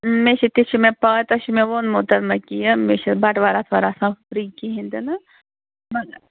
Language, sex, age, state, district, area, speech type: Kashmiri, female, 30-45, Jammu and Kashmir, Srinagar, urban, conversation